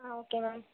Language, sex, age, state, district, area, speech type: Tamil, female, 18-30, Tamil Nadu, Thanjavur, urban, conversation